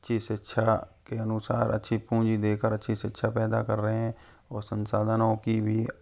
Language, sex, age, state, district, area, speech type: Hindi, male, 18-30, Rajasthan, Karauli, rural, spontaneous